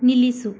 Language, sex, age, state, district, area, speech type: Kannada, female, 45-60, Karnataka, Mysore, rural, read